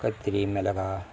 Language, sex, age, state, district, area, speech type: Tamil, male, 60+, Tamil Nadu, Kallakurichi, urban, spontaneous